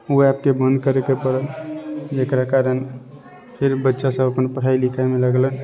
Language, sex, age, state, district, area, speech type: Maithili, male, 45-60, Bihar, Sitamarhi, rural, spontaneous